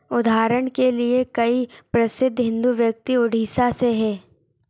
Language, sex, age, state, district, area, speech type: Hindi, female, 18-30, Madhya Pradesh, Bhopal, urban, read